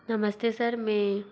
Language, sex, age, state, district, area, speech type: Hindi, female, 45-60, Madhya Pradesh, Bhopal, urban, spontaneous